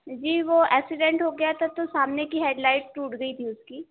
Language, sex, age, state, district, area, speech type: Hindi, female, 18-30, Madhya Pradesh, Chhindwara, urban, conversation